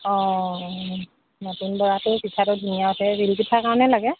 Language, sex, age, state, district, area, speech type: Assamese, female, 30-45, Assam, Charaideo, rural, conversation